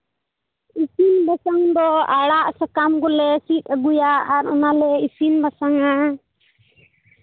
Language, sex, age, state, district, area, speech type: Santali, male, 30-45, Jharkhand, Pakur, rural, conversation